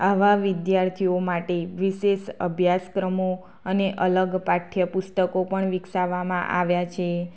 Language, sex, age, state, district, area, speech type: Gujarati, female, 30-45, Gujarat, Anand, rural, spontaneous